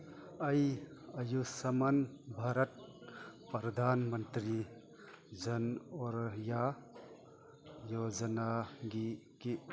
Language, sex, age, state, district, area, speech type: Manipuri, male, 60+, Manipur, Chandel, rural, read